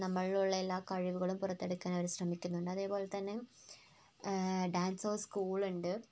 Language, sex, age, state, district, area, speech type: Malayalam, female, 18-30, Kerala, Wayanad, rural, spontaneous